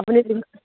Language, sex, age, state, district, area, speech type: Assamese, female, 18-30, Assam, Dibrugarh, urban, conversation